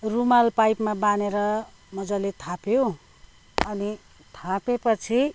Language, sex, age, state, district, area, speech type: Nepali, female, 60+, West Bengal, Kalimpong, rural, spontaneous